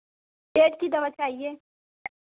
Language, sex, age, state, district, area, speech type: Hindi, female, 30-45, Uttar Pradesh, Pratapgarh, rural, conversation